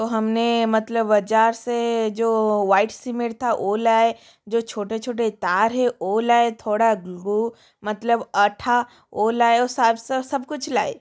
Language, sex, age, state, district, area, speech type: Hindi, female, 60+, Rajasthan, Jodhpur, rural, spontaneous